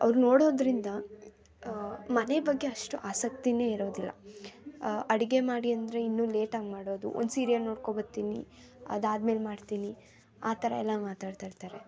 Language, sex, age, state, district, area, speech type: Kannada, female, 18-30, Karnataka, Mysore, urban, spontaneous